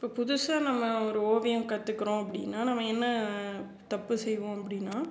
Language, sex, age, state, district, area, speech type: Tamil, female, 30-45, Tamil Nadu, Salem, urban, spontaneous